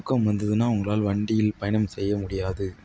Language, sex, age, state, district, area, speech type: Tamil, male, 60+, Tamil Nadu, Tiruvarur, rural, spontaneous